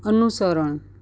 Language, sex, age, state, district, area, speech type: Gujarati, female, 45-60, Gujarat, Surat, urban, read